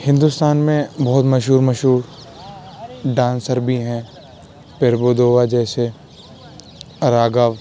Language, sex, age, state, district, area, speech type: Urdu, male, 18-30, Uttar Pradesh, Aligarh, urban, spontaneous